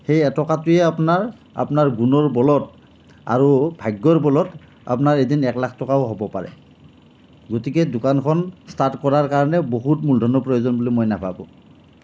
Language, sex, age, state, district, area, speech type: Assamese, male, 45-60, Assam, Nalbari, rural, spontaneous